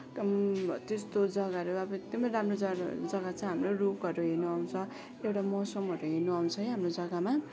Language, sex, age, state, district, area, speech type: Nepali, female, 18-30, West Bengal, Kalimpong, rural, spontaneous